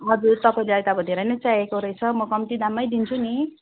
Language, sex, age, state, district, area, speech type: Nepali, female, 30-45, West Bengal, Darjeeling, rural, conversation